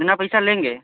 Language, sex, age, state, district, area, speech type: Hindi, male, 30-45, Uttar Pradesh, Varanasi, urban, conversation